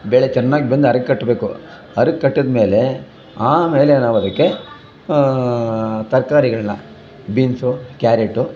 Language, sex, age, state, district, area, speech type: Kannada, male, 60+, Karnataka, Chamarajanagar, rural, spontaneous